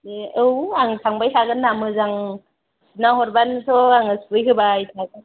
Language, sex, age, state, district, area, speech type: Bodo, female, 30-45, Assam, Kokrajhar, rural, conversation